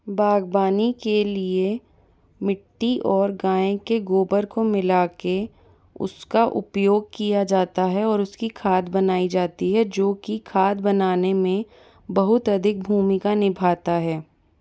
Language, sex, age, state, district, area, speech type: Hindi, female, 18-30, Rajasthan, Jaipur, urban, spontaneous